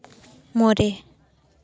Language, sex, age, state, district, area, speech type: Santali, female, 18-30, West Bengal, Paschim Bardhaman, rural, read